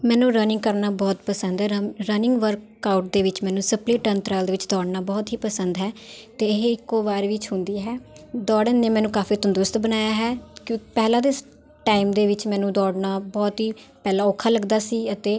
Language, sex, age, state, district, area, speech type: Punjabi, female, 18-30, Punjab, Patiala, urban, spontaneous